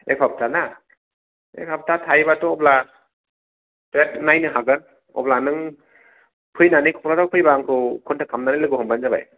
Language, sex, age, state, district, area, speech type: Bodo, male, 30-45, Assam, Kokrajhar, rural, conversation